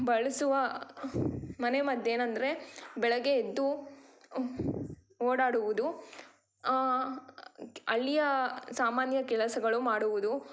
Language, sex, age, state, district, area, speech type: Kannada, female, 18-30, Karnataka, Tumkur, rural, spontaneous